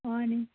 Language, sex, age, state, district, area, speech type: Assamese, female, 30-45, Assam, Dhemaji, rural, conversation